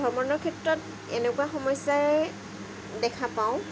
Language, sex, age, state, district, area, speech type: Assamese, female, 30-45, Assam, Jorhat, urban, spontaneous